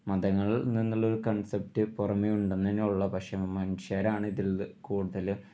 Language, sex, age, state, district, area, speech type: Malayalam, male, 18-30, Kerala, Thrissur, rural, spontaneous